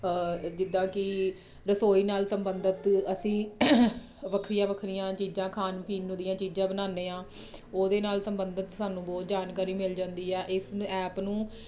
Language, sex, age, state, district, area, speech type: Punjabi, female, 30-45, Punjab, Jalandhar, urban, spontaneous